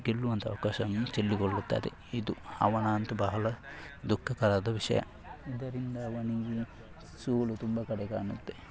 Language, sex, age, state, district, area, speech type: Kannada, male, 18-30, Karnataka, Dakshina Kannada, rural, spontaneous